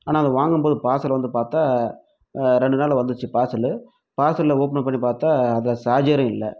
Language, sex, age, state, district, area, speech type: Tamil, male, 30-45, Tamil Nadu, Krishnagiri, rural, spontaneous